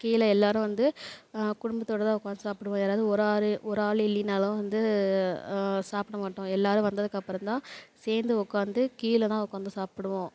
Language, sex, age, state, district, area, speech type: Tamil, female, 30-45, Tamil Nadu, Thanjavur, rural, spontaneous